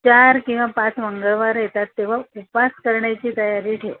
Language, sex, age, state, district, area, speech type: Marathi, female, 60+, Maharashtra, Palghar, urban, conversation